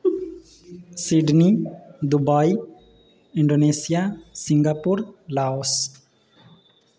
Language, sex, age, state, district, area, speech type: Maithili, male, 18-30, Bihar, Sitamarhi, urban, spontaneous